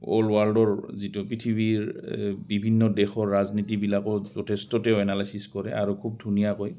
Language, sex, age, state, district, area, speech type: Assamese, male, 45-60, Assam, Goalpara, rural, spontaneous